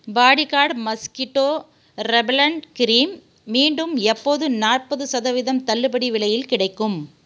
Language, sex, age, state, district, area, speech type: Tamil, female, 45-60, Tamil Nadu, Krishnagiri, rural, read